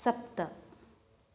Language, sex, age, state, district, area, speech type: Sanskrit, female, 45-60, Karnataka, Uttara Kannada, rural, read